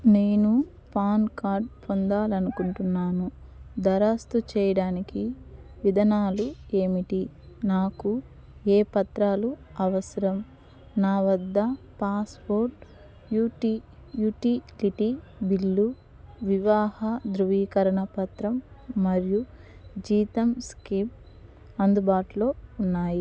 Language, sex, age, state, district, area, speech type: Telugu, female, 30-45, Andhra Pradesh, Nellore, urban, read